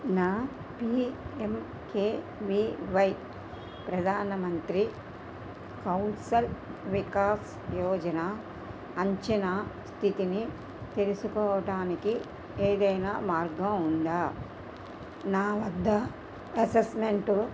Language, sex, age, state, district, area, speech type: Telugu, female, 60+, Andhra Pradesh, Krishna, rural, read